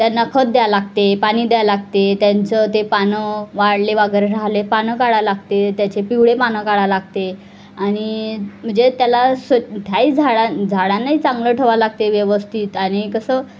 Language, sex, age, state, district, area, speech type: Marathi, female, 30-45, Maharashtra, Wardha, rural, spontaneous